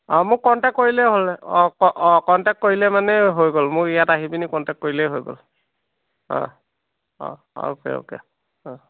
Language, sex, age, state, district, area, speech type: Assamese, male, 60+, Assam, Dhemaji, rural, conversation